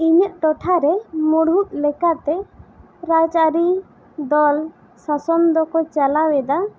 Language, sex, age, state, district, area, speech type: Santali, female, 18-30, West Bengal, Bankura, rural, spontaneous